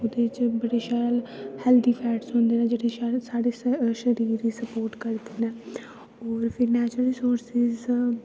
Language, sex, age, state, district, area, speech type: Dogri, female, 18-30, Jammu and Kashmir, Kathua, rural, spontaneous